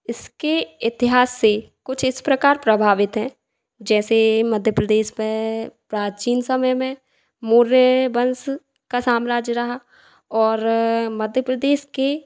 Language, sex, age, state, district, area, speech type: Hindi, female, 18-30, Madhya Pradesh, Hoshangabad, rural, spontaneous